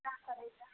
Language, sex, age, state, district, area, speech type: Maithili, female, 60+, Bihar, Madhepura, urban, conversation